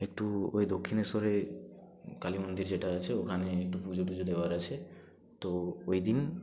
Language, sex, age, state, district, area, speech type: Bengali, male, 60+, West Bengal, Purba Medinipur, rural, spontaneous